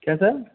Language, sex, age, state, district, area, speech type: Hindi, male, 45-60, Rajasthan, Jaipur, urban, conversation